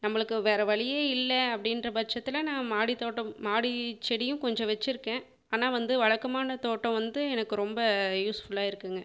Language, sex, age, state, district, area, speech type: Tamil, female, 45-60, Tamil Nadu, Viluppuram, urban, spontaneous